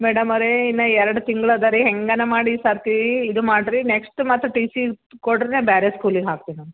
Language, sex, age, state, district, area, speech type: Kannada, female, 45-60, Karnataka, Gulbarga, urban, conversation